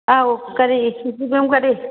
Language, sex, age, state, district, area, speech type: Manipuri, female, 45-60, Manipur, Churachandpur, rural, conversation